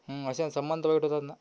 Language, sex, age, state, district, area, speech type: Marathi, male, 18-30, Maharashtra, Amravati, urban, spontaneous